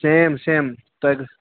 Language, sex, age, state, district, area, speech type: Kashmiri, male, 18-30, Jammu and Kashmir, Ganderbal, rural, conversation